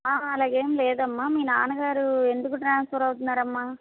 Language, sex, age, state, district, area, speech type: Telugu, female, 30-45, Andhra Pradesh, Palnadu, urban, conversation